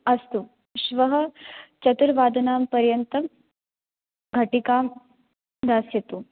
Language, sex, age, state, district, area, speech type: Sanskrit, female, 18-30, Maharashtra, Sangli, rural, conversation